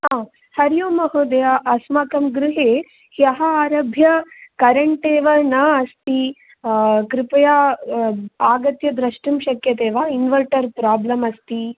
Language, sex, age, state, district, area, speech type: Sanskrit, female, 18-30, Andhra Pradesh, Guntur, urban, conversation